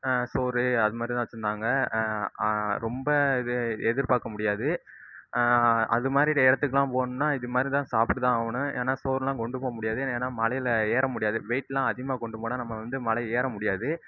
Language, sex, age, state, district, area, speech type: Tamil, male, 18-30, Tamil Nadu, Sivaganga, rural, spontaneous